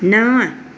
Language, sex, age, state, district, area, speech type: Sindhi, female, 60+, Maharashtra, Thane, urban, read